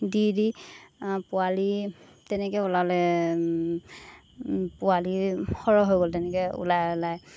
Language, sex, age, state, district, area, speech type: Assamese, female, 30-45, Assam, Golaghat, urban, spontaneous